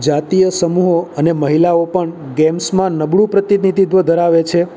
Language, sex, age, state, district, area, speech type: Gujarati, male, 30-45, Gujarat, Surat, urban, spontaneous